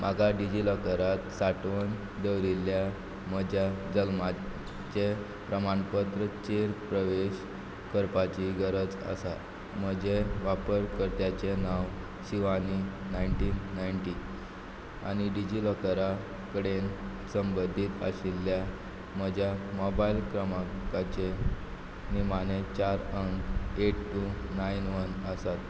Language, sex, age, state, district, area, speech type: Goan Konkani, male, 18-30, Goa, Quepem, rural, read